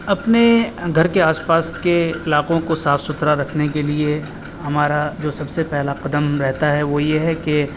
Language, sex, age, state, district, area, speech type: Urdu, male, 30-45, Uttar Pradesh, Aligarh, urban, spontaneous